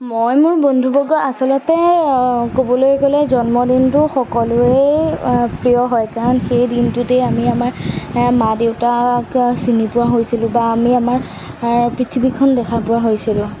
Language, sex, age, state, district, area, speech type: Assamese, female, 45-60, Assam, Darrang, rural, spontaneous